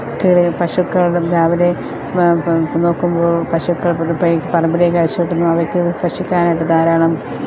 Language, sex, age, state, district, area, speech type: Malayalam, female, 45-60, Kerala, Thiruvananthapuram, rural, spontaneous